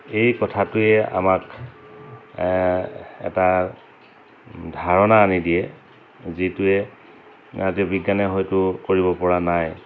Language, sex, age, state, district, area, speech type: Assamese, male, 45-60, Assam, Dhemaji, rural, spontaneous